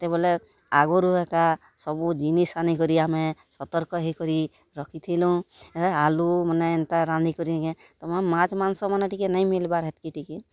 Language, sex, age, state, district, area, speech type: Odia, female, 45-60, Odisha, Kalahandi, rural, spontaneous